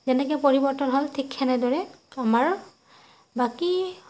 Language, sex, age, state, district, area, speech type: Assamese, female, 45-60, Assam, Nagaon, rural, spontaneous